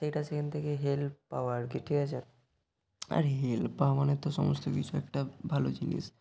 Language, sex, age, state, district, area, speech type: Bengali, male, 18-30, West Bengal, Hooghly, urban, spontaneous